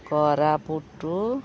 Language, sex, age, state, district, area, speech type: Odia, female, 45-60, Odisha, Sundergarh, rural, spontaneous